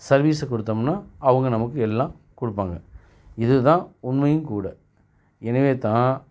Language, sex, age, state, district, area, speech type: Tamil, male, 45-60, Tamil Nadu, Perambalur, rural, spontaneous